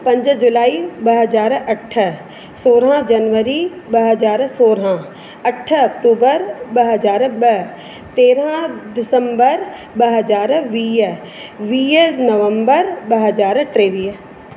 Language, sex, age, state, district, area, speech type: Sindhi, female, 30-45, Madhya Pradesh, Katni, rural, spontaneous